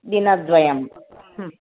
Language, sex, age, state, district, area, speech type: Sanskrit, female, 30-45, Karnataka, Shimoga, urban, conversation